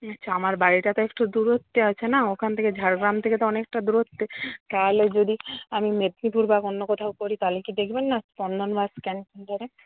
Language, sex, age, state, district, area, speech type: Bengali, female, 45-60, West Bengal, Jhargram, rural, conversation